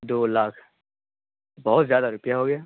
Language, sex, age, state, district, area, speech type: Urdu, male, 18-30, Bihar, Purnia, rural, conversation